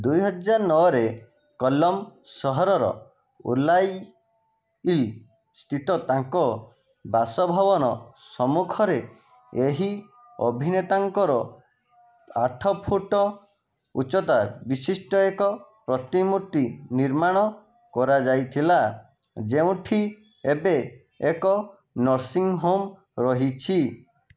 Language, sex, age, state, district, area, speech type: Odia, male, 60+, Odisha, Jajpur, rural, read